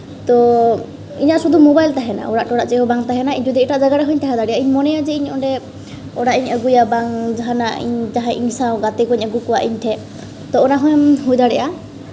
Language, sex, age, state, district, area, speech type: Santali, female, 18-30, West Bengal, Malda, rural, spontaneous